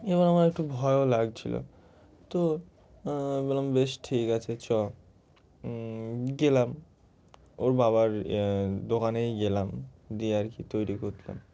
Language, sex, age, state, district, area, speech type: Bengali, male, 18-30, West Bengal, Murshidabad, urban, spontaneous